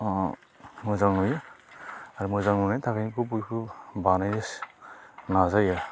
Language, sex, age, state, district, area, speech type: Bodo, male, 45-60, Assam, Baksa, rural, spontaneous